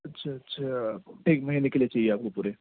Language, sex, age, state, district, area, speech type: Urdu, male, 18-30, Delhi, South Delhi, urban, conversation